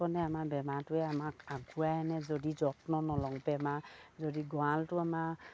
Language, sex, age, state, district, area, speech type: Assamese, female, 45-60, Assam, Dibrugarh, rural, spontaneous